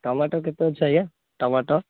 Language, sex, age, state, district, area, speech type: Odia, male, 30-45, Odisha, Malkangiri, urban, conversation